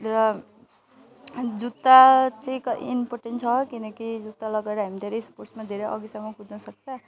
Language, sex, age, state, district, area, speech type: Nepali, female, 30-45, West Bengal, Alipurduar, rural, spontaneous